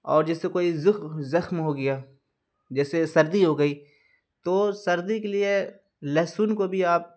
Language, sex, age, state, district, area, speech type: Urdu, male, 30-45, Bihar, Khagaria, rural, spontaneous